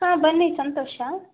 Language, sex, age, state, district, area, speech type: Kannada, female, 18-30, Karnataka, Chitradurga, rural, conversation